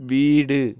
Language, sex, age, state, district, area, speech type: Tamil, male, 18-30, Tamil Nadu, Nagapattinam, rural, read